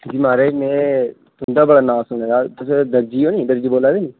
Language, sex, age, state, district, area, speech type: Dogri, male, 18-30, Jammu and Kashmir, Reasi, rural, conversation